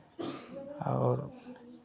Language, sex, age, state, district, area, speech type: Hindi, male, 60+, Uttar Pradesh, Chandauli, rural, spontaneous